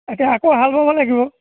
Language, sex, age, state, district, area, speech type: Assamese, male, 60+, Assam, Golaghat, rural, conversation